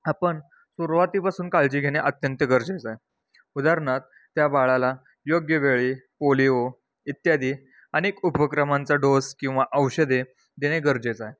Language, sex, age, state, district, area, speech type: Marathi, male, 18-30, Maharashtra, Satara, rural, spontaneous